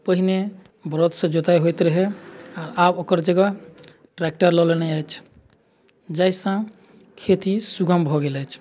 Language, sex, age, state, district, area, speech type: Maithili, male, 30-45, Bihar, Madhubani, rural, spontaneous